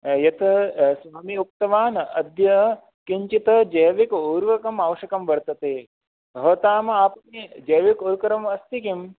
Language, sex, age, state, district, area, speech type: Sanskrit, male, 18-30, Rajasthan, Jodhpur, rural, conversation